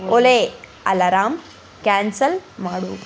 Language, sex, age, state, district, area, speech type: Kannada, female, 18-30, Karnataka, Tumkur, rural, read